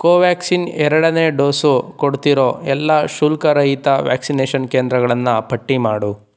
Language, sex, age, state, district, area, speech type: Kannada, male, 45-60, Karnataka, Bidar, rural, read